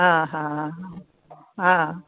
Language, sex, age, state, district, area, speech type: Sindhi, female, 60+, Uttar Pradesh, Lucknow, urban, conversation